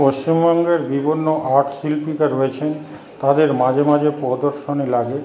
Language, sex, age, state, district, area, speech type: Bengali, male, 45-60, West Bengal, Paschim Bardhaman, urban, spontaneous